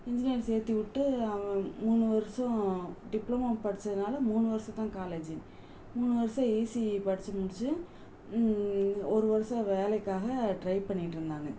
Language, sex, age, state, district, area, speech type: Tamil, female, 45-60, Tamil Nadu, Madurai, urban, spontaneous